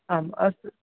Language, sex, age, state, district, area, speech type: Sanskrit, male, 30-45, Karnataka, Vijayapura, urban, conversation